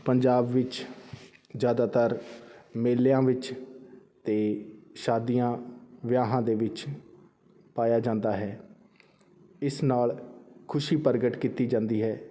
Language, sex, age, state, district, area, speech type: Punjabi, male, 30-45, Punjab, Fazilka, rural, spontaneous